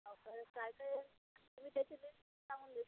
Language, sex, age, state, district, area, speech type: Marathi, female, 30-45, Maharashtra, Amravati, urban, conversation